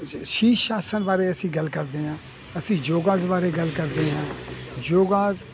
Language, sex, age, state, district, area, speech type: Punjabi, male, 60+, Punjab, Hoshiarpur, rural, spontaneous